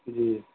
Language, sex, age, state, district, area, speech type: Urdu, male, 30-45, Uttar Pradesh, Muzaffarnagar, urban, conversation